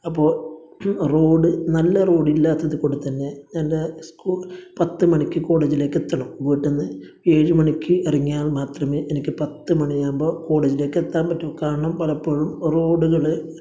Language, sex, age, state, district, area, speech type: Malayalam, male, 30-45, Kerala, Kasaragod, rural, spontaneous